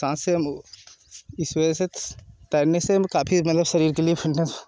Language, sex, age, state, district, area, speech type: Hindi, male, 30-45, Uttar Pradesh, Jaunpur, rural, spontaneous